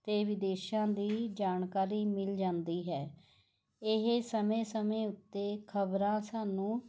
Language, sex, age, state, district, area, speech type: Punjabi, female, 45-60, Punjab, Mohali, urban, spontaneous